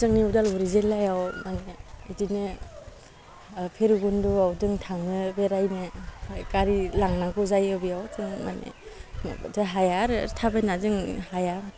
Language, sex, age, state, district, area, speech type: Bodo, female, 18-30, Assam, Udalguri, rural, spontaneous